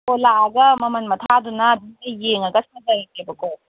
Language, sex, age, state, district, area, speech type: Manipuri, female, 18-30, Manipur, Kangpokpi, urban, conversation